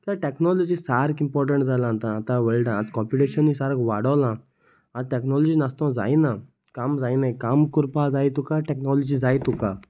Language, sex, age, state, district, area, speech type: Goan Konkani, male, 18-30, Goa, Salcete, rural, spontaneous